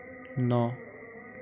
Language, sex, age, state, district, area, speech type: Assamese, male, 18-30, Assam, Kamrup Metropolitan, urban, read